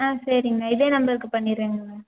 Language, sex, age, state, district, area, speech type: Tamil, female, 18-30, Tamil Nadu, Erode, rural, conversation